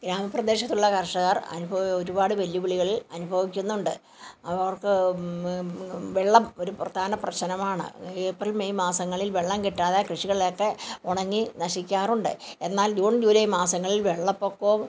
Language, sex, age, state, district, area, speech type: Malayalam, female, 60+, Kerala, Kottayam, rural, spontaneous